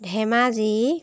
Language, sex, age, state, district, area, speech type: Assamese, female, 45-60, Assam, Jorhat, urban, spontaneous